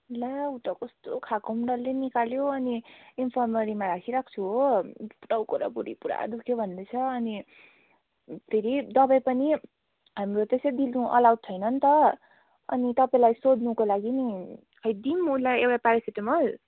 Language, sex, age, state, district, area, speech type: Nepali, female, 18-30, West Bengal, Darjeeling, rural, conversation